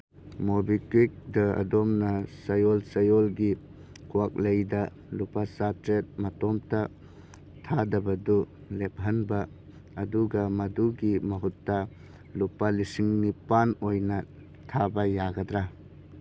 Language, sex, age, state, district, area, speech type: Manipuri, male, 18-30, Manipur, Churachandpur, rural, read